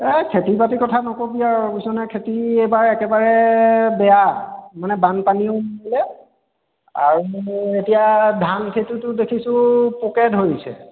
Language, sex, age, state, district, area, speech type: Assamese, male, 45-60, Assam, Golaghat, urban, conversation